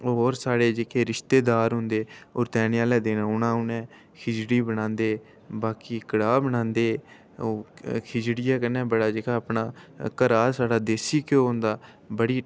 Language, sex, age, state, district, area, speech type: Dogri, male, 18-30, Jammu and Kashmir, Udhampur, rural, spontaneous